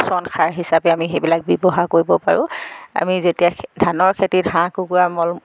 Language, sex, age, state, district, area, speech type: Assamese, female, 60+, Assam, Dibrugarh, rural, spontaneous